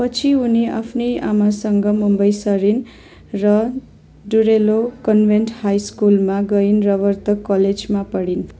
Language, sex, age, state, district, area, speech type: Nepali, female, 30-45, West Bengal, Darjeeling, rural, read